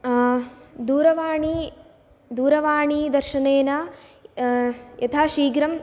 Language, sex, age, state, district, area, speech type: Sanskrit, female, 18-30, Karnataka, Bagalkot, urban, spontaneous